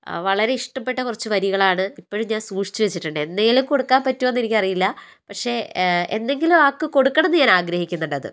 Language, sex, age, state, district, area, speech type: Malayalam, female, 18-30, Kerala, Kozhikode, urban, spontaneous